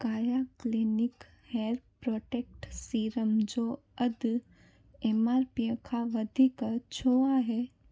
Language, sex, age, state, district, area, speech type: Sindhi, female, 18-30, Gujarat, Junagadh, urban, read